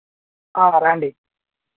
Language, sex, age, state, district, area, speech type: Telugu, male, 30-45, Telangana, Jangaon, rural, conversation